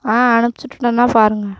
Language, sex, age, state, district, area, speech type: Tamil, female, 18-30, Tamil Nadu, Coimbatore, rural, spontaneous